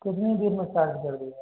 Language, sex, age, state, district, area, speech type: Hindi, male, 45-60, Rajasthan, Karauli, rural, conversation